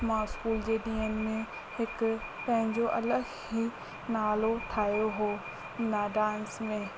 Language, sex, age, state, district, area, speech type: Sindhi, female, 30-45, Rajasthan, Ajmer, urban, spontaneous